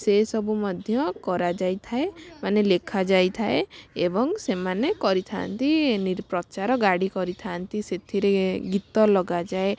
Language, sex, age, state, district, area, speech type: Odia, female, 30-45, Odisha, Kalahandi, rural, spontaneous